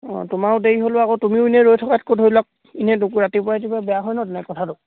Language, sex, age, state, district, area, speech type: Assamese, male, 18-30, Assam, Sivasagar, rural, conversation